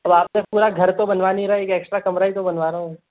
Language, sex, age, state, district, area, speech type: Hindi, male, 30-45, Rajasthan, Jaipur, urban, conversation